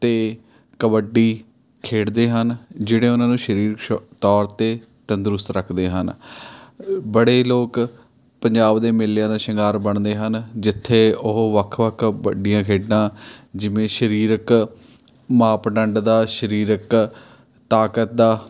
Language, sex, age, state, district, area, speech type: Punjabi, male, 30-45, Punjab, Mohali, urban, spontaneous